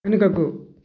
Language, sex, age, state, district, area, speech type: Telugu, male, 60+, Andhra Pradesh, Sri Balaji, rural, read